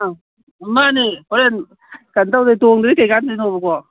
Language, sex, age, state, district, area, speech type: Manipuri, female, 45-60, Manipur, Kangpokpi, urban, conversation